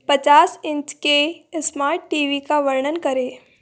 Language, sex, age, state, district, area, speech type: Hindi, female, 30-45, Madhya Pradesh, Balaghat, rural, read